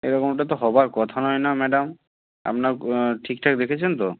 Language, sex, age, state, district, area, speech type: Bengali, male, 60+, West Bengal, Purba Medinipur, rural, conversation